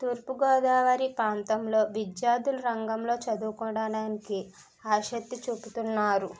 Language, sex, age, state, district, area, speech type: Telugu, female, 18-30, Andhra Pradesh, East Godavari, rural, spontaneous